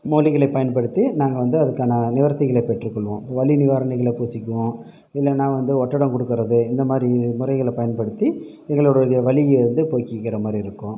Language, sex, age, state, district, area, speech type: Tamil, male, 30-45, Tamil Nadu, Pudukkottai, rural, spontaneous